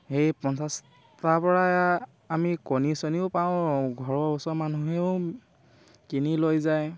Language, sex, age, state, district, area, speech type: Assamese, male, 18-30, Assam, Dhemaji, rural, spontaneous